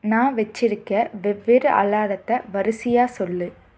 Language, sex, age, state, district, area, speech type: Tamil, female, 18-30, Tamil Nadu, Tiruppur, rural, read